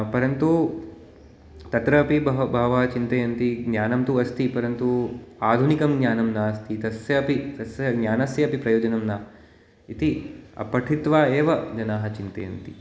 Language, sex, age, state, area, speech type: Sanskrit, male, 30-45, Uttar Pradesh, urban, spontaneous